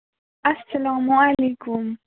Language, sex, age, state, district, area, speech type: Kashmiri, female, 30-45, Jammu and Kashmir, Baramulla, rural, conversation